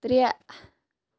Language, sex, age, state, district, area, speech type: Kashmiri, female, 18-30, Jammu and Kashmir, Kupwara, rural, read